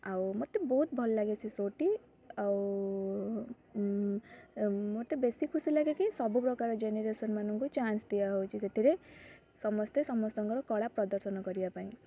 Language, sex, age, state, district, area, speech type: Odia, female, 18-30, Odisha, Kendrapara, urban, spontaneous